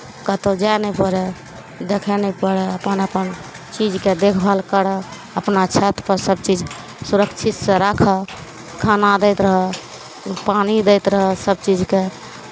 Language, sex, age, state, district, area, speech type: Maithili, female, 45-60, Bihar, Araria, rural, spontaneous